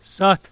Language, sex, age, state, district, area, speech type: Kashmiri, male, 18-30, Jammu and Kashmir, Kulgam, rural, read